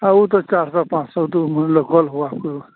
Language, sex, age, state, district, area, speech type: Hindi, male, 45-60, Bihar, Madhepura, rural, conversation